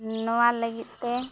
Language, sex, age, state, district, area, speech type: Santali, female, 30-45, Jharkhand, East Singhbhum, rural, spontaneous